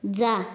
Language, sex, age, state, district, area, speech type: Marathi, female, 18-30, Maharashtra, Yavatmal, rural, read